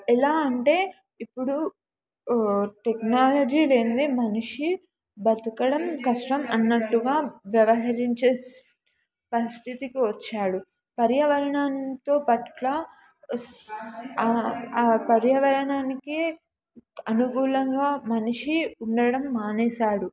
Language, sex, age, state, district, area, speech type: Telugu, female, 18-30, Telangana, Mulugu, urban, spontaneous